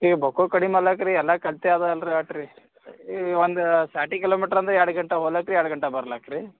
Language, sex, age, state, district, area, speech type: Kannada, male, 18-30, Karnataka, Gulbarga, urban, conversation